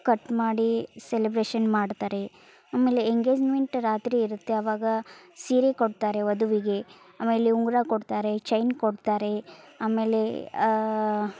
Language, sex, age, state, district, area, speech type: Kannada, female, 30-45, Karnataka, Gadag, rural, spontaneous